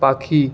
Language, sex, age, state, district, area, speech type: Bengali, male, 18-30, West Bengal, Paschim Bardhaman, rural, read